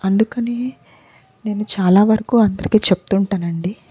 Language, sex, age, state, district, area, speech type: Telugu, female, 30-45, Andhra Pradesh, Guntur, urban, spontaneous